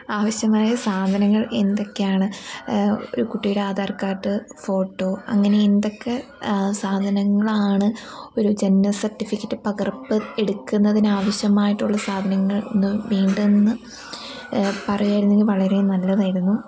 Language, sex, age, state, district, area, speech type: Malayalam, female, 18-30, Kerala, Wayanad, rural, spontaneous